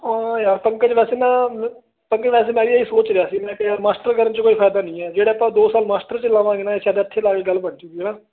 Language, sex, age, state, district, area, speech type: Punjabi, male, 18-30, Punjab, Fazilka, urban, conversation